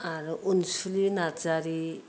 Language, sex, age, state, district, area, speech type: Bodo, female, 60+, Assam, Kokrajhar, rural, spontaneous